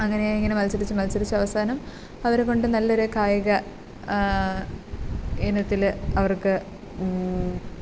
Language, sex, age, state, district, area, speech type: Malayalam, female, 18-30, Kerala, Kottayam, rural, spontaneous